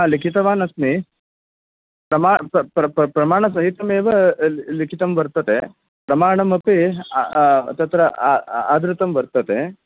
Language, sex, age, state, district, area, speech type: Sanskrit, male, 30-45, Karnataka, Uttara Kannada, urban, conversation